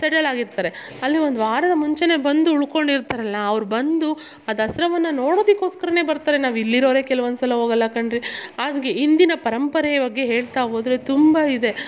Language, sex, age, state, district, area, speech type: Kannada, female, 30-45, Karnataka, Mandya, rural, spontaneous